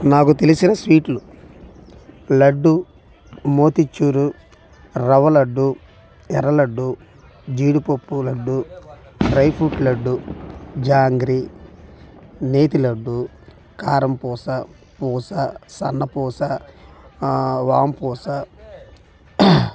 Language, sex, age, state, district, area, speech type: Telugu, male, 30-45, Andhra Pradesh, Bapatla, urban, spontaneous